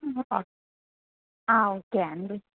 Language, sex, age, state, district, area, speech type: Telugu, female, 30-45, Andhra Pradesh, Guntur, urban, conversation